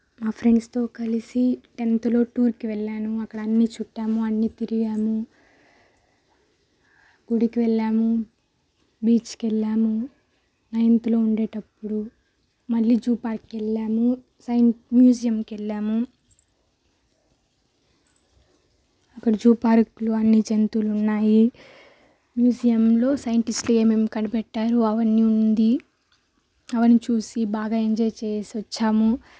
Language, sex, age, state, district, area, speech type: Telugu, female, 18-30, Andhra Pradesh, Sri Balaji, urban, spontaneous